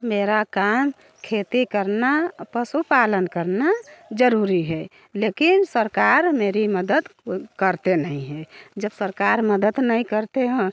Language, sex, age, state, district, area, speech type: Hindi, female, 60+, Uttar Pradesh, Bhadohi, rural, spontaneous